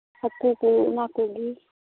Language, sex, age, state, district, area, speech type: Santali, female, 18-30, West Bengal, Uttar Dinajpur, rural, conversation